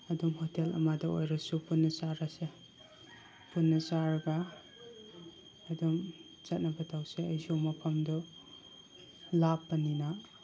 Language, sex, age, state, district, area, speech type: Manipuri, male, 30-45, Manipur, Chandel, rural, spontaneous